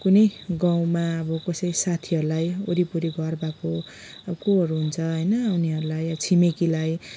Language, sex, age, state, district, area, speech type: Nepali, female, 30-45, West Bengal, Kalimpong, rural, spontaneous